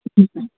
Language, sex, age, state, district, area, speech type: Urdu, female, 30-45, Delhi, Central Delhi, urban, conversation